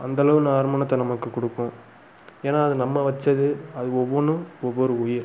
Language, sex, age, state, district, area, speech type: Tamil, male, 18-30, Tamil Nadu, Pudukkottai, rural, spontaneous